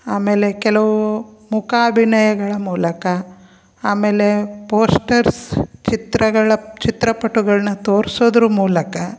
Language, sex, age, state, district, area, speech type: Kannada, female, 45-60, Karnataka, Koppal, rural, spontaneous